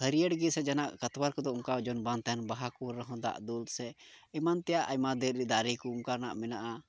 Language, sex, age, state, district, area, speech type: Santali, male, 18-30, Jharkhand, Pakur, rural, spontaneous